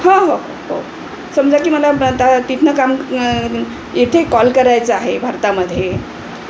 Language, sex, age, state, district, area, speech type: Marathi, female, 60+, Maharashtra, Wardha, urban, spontaneous